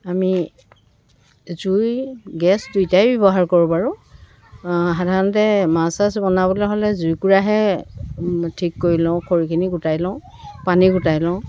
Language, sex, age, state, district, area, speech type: Assamese, female, 60+, Assam, Dibrugarh, rural, spontaneous